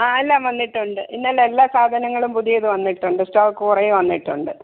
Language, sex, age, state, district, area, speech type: Malayalam, female, 60+, Kerala, Thiruvananthapuram, urban, conversation